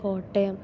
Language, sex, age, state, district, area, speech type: Malayalam, female, 18-30, Kerala, Palakkad, rural, spontaneous